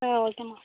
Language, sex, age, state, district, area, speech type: Tamil, female, 18-30, Tamil Nadu, Tiruvarur, rural, conversation